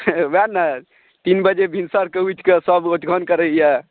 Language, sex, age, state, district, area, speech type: Maithili, male, 45-60, Bihar, Saharsa, urban, conversation